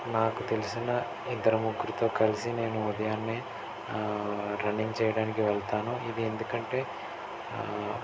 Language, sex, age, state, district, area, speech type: Telugu, male, 18-30, Andhra Pradesh, N T Rama Rao, urban, spontaneous